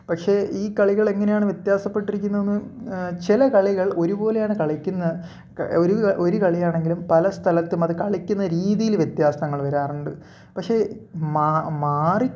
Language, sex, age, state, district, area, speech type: Malayalam, male, 18-30, Kerala, Thiruvananthapuram, rural, spontaneous